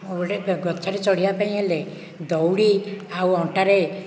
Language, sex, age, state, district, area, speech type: Odia, male, 60+, Odisha, Nayagarh, rural, spontaneous